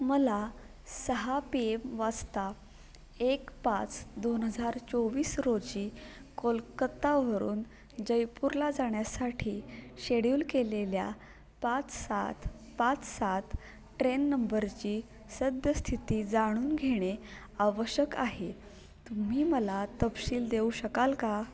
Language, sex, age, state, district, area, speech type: Marathi, female, 18-30, Maharashtra, Satara, urban, read